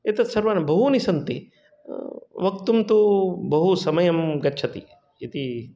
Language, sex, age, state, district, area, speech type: Sanskrit, male, 60+, Karnataka, Shimoga, urban, spontaneous